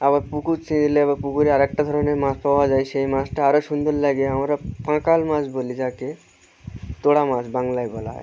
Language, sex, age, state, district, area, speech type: Bengali, male, 30-45, West Bengal, Birbhum, urban, spontaneous